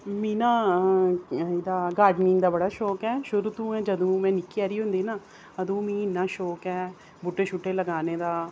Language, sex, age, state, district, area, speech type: Dogri, female, 30-45, Jammu and Kashmir, Reasi, rural, spontaneous